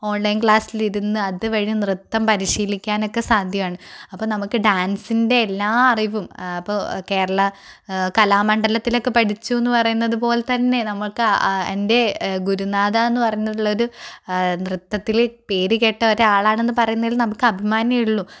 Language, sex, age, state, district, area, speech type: Malayalam, female, 18-30, Kerala, Malappuram, rural, spontaneous